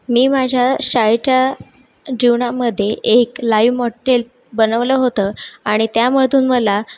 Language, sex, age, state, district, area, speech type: Marathi, female, 30-45, Maharashtra, Buldhana, urban, spontaneous